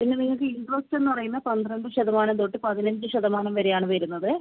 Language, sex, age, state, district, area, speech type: Malayalam, female, 18-30, Kerala, Wayanad, rural, conversation